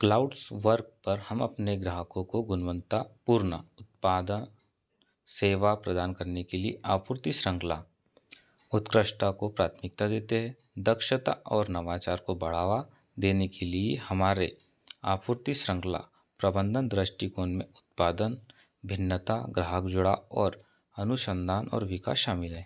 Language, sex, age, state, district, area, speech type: Hindi, male, 30-45, Madhya Pradesh, Seoni, rural, read